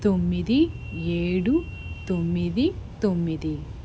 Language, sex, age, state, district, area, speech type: Telugu, female, 18-30, Andhra Pradesh, Nellore, rural, read